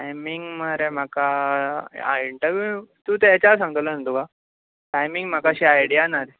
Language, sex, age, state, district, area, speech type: Goan Konkani, male, 18-30, Goa, Bardez, urban, conversation